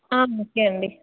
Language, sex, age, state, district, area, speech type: Telugu, female, 18-30, Andhra Pradesh, Anakapalli, urban, conversation